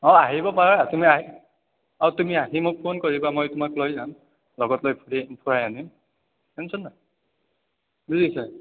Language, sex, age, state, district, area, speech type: Assamese, male, 30-45, Assam, Biswanath, rural, conversation